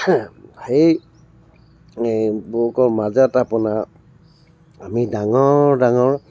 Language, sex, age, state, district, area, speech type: Assamese, male, 60+, Assam, Tinsukia, rural, spontaneous